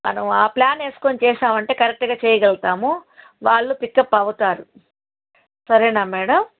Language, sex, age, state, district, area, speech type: Telugu, female, 45-60, Andhra Pradesh, Chittoor, rural, conversation